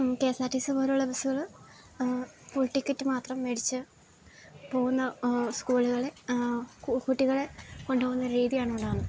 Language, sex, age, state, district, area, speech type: Malayalam, female, 18-30, Kerala, Idukki, rural, spontaneous